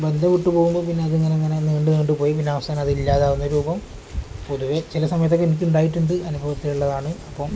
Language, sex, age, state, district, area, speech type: Malayalam, male, 18-30, Kerala, Kozhikode, rural, spontaneous